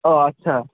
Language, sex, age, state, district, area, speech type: Bengali, male, 18-30, West Bengal, Murshidabad, urban, conversation